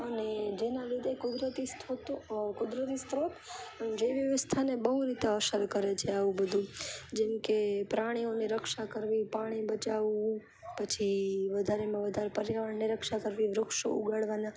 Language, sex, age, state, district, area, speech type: Gujarati, female, 18-30, Gujarat, Rajkot, urban, spontaneous